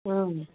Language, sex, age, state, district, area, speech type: Manipuri, female, 45-60, Manipur, Kangpokpi, urban, conversation